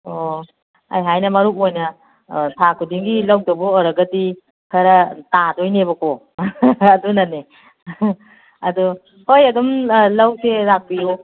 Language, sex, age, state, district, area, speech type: Manipuri, female, 45-60, Manipur, Kangpokpi, urban, conversation